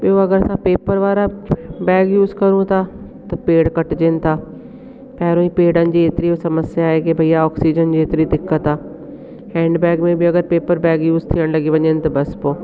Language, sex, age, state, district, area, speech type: Sindhi, female, 45-60, Delhi, South Delhi, urban, spontaneous